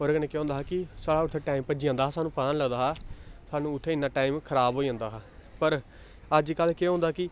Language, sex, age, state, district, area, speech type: Dogri, male, 18-30, Jammu and Kashmir, Samba, urban, spontaneous